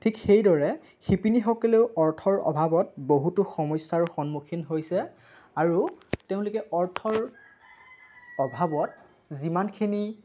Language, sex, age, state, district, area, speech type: Assamese, male, 18-30, Assam, Lakhimpur, rural, spontaneous